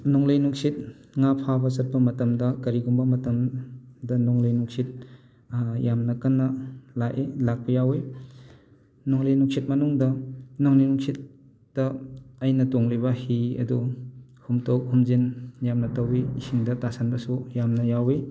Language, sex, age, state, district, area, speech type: Manipuri, male, 30-45, Manipur, Thoubal, rural, spontaneous